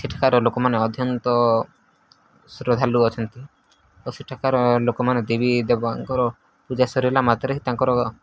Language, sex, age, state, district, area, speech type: Odia, male, 18-30, Odisha, Nuapada, urban, spontaneous